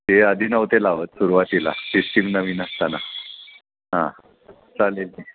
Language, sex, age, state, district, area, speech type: Marathi, male, 60+, Maharashtra, Kolhapur, urban, conversation